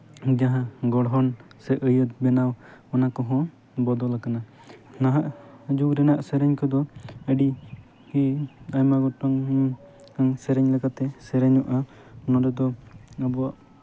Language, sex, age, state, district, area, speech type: Santali, male, 18-30, West Bengal, Jhargram, rural, spontaneous